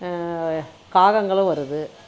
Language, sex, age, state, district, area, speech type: Tamil, female, 60+, Tamil Nadu, Krishnagiri, rural, spontaneous